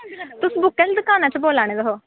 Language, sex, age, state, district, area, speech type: Dogri, female, 18-30, Jammu and Kashmir, Kathua, rural, conversation